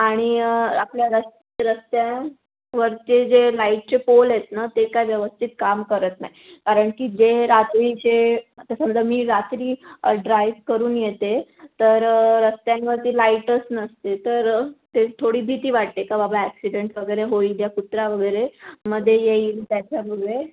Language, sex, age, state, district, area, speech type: Marathi, female, 18-30, Maharashtra, Raigad, rural, conversation